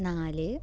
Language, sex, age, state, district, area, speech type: Malayalam, female, 18-30, Kerala, Palakkad, rural, read